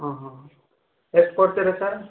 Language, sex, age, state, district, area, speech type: Kannada, male, 30-45, Karnataka, Gadag, rural, conversation